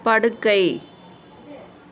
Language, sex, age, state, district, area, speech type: Tamil, female, 60+, Tamil Nadu, Dharmapuri, urban, read